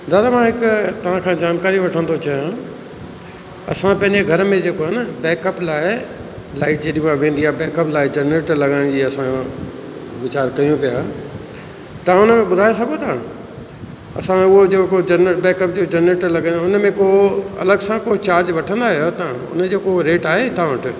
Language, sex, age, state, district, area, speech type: Sindhi, male, 60+, Rajasthan, Ajmer, urban, spontaneous